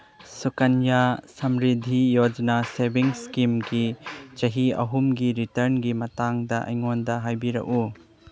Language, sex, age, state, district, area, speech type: Manipuri, male, 30-45, Manipur, Chandel, rural, read